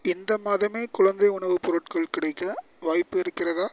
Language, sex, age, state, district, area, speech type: Tamil, male, 45-60, Tamil Nadu, Tiruvarur, urban, read